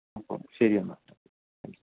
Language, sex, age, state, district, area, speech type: Malayalam, male, 18-30, Kerala, Idukki, rural, conversation